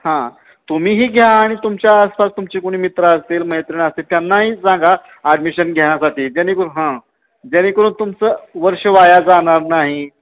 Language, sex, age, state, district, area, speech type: Marathi, male, 30-45, Maharashtra, Satara, urban, conversation